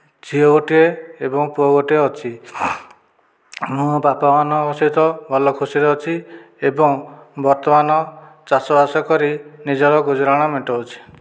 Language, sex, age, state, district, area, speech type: Odia, male, 45-60, Odisha, Dhenkanal, rural, spontaneous